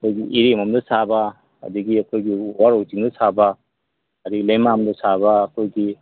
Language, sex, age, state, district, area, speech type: Manipuri, male, 45-60, Manipur, Kangpokpi, urban, conversation